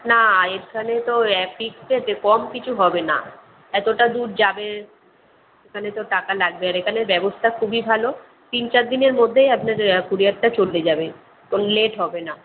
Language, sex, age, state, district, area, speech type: Bengali, female, 30-45, West Bengal, Kolkata, urban, conversation